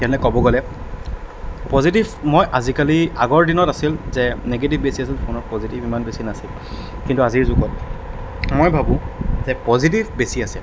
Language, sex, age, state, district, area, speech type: Assamese, male, 18-30, Assam, Darrang, rural, spontaneous